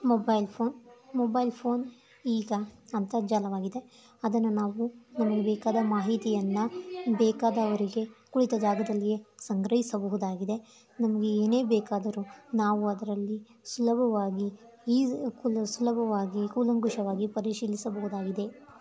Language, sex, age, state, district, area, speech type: Kannada, female, 30-45, Karnataka, Tumkur, rural, spontaneous